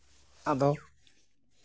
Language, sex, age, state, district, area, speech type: Santali, male, 45-60, West Bengal, Jhargram, rural, spontaneous